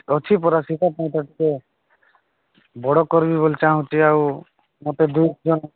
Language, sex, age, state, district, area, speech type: Odia, male, 45-60, Odisha, Nabarangpur, rural, conversation